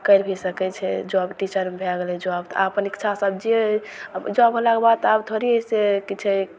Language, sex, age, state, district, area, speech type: Maithili, female, 18-30, Bihar, Begusarai, rural, spontaneous